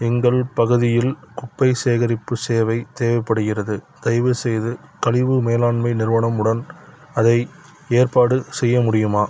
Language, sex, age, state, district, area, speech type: Tamil, male, 45-60, Tamil Nadu, Madurai, rural, read